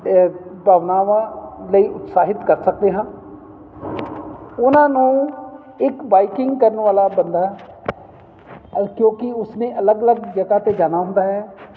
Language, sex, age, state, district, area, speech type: Punjabi, male, 45-60, Punjab, Jalandhar, urban, spontaneous